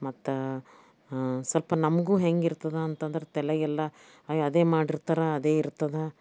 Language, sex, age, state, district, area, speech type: Kannada, female, 60+, Karnataka, Bidar, urban, spontaneous